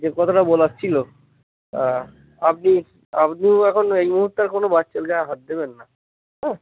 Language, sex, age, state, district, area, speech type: Bengali, male, 30-45, West Bengal, Cooch Behar, urban, conversation